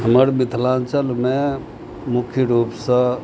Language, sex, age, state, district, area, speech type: Maithili, male, 60+, Bihar, Madhubani, rural, spontaneous